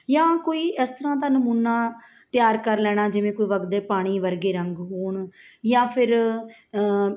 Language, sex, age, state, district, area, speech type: Punjabi, female, 45-60, Punjab, Mansa, urban, spontaneous